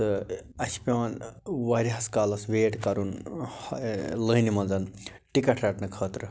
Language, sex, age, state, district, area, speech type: Kashmiri, male, 60+, Jammu and Kashmir, Baramulla, rural, spontaneous